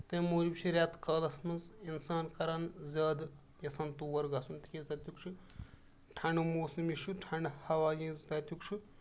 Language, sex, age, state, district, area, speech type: Kashmiri, male, 30-45, Jammu and Kashmir, Bandipora, urban, spontaneous